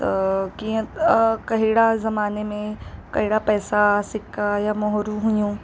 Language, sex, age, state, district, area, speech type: Sindhi, female, 18-30, Maharashtra, Mumbai Suburban, urban, spontaneous